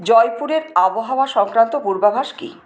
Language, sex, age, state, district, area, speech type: Bengali, female, 45-60, West Bengal, Paschim Bardhaman, urban, read